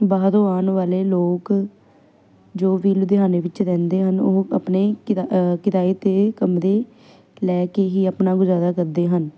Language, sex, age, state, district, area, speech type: Punjabi, female, 18-30, Punjab, Ludhiana, urban, spontaneous